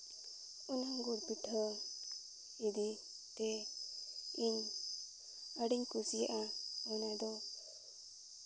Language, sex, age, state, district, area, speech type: Santali, female, 18-30, Jharkhand, Seraikela Kharsawan, rural, spontaneous